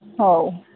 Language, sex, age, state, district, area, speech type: Odia, female, 30-45, Odisha, Sambalpur, rural, conversation